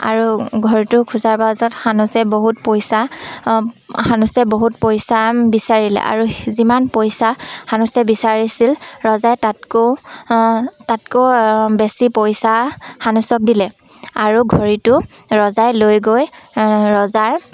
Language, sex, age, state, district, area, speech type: Assamese, female, 18-30, Assam, Dhemaji, urban, spontaneous